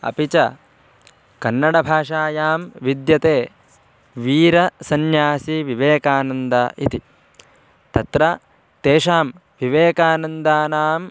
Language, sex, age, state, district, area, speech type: Sanskrit, male, 18-30, Karnataka, Bangalore Rural, rural, spontaneous